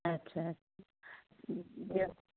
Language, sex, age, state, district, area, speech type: Sindhi, female, 30-45, Uttar Pradesh, Lucknow, urban, conversation